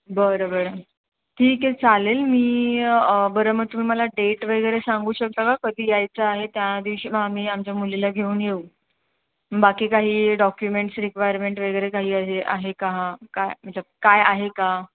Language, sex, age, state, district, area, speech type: Marathi, female, 30-45, Maharashtra, Mumbai Suburban, urban, conversation